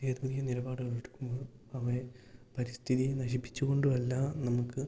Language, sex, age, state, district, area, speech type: Malayalam, male, 18-30, Kerala, Idukki, rural, spontaneous